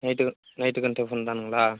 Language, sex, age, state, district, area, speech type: Tamil, male, 30-45, Tamil Nadu, Chengalpattu, rural, conversation